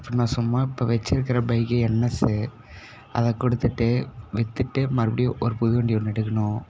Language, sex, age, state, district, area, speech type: Tamil, male, 18-30, Tamil Nadu, Salem, rural, spontaneous